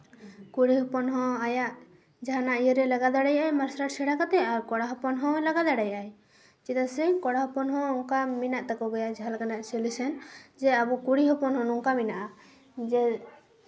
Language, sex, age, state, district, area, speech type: Santali, female, 18-30, West Bengal, Purulia, rural, spontaneous